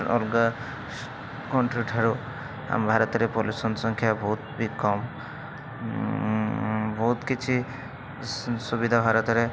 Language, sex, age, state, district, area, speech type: Odia, male, 60+, Odisha, Rayagada, rural, spontaneous